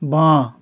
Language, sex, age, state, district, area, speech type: Bengali, male, 60+, West Bengal, South 24 Parganas, urban, read